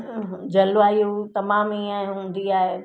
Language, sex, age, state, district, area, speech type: Sindhi, female, 60+, Gujarat, Surat, urban, spontaneous